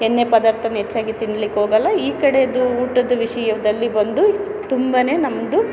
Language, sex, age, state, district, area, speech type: Kannada, female, 45-60, Karnataka, Chamarajanagar, rural, spontaneous